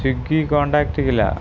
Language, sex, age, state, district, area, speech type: Sanskrit, male, 45-60, Kerala, Thiruvananthapuram, urban, spontaneous